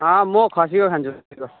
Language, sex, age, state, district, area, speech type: Nepali, male, 30-45, West Bengal, Jalpaiguri, urban, conversation